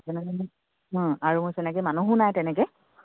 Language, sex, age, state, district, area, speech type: Assamese, female, 30-45, Assam, Dibrugarh, rural, conversation